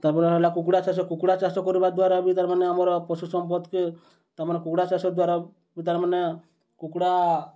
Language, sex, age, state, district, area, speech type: Odia, male, 30-45, Odisha, Bargarh, urban, spontaneous